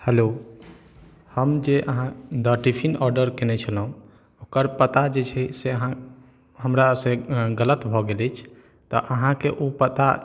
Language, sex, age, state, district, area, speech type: Maithili, male, 45-60, Bihar, Madhubani, urban, spontaneous